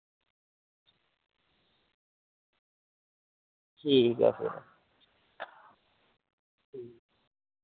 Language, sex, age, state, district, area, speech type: Dogri, male, 18-30, Jammu and Kashmir, Reasi, rural, conversation